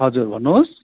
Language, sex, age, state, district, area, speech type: Nepali, male, 45-60, West Bengal, Darjeeling, rural, conversation